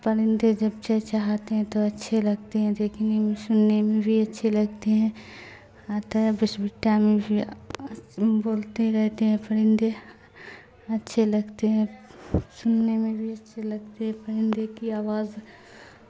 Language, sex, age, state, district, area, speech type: Urdu, female, 45-60, Bihar, Darbhanga, rural, spontaneous